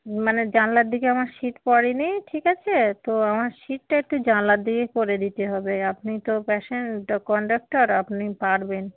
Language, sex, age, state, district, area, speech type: Bengali, female, 45-60, West Bengal, Darjeeling, urban, conversation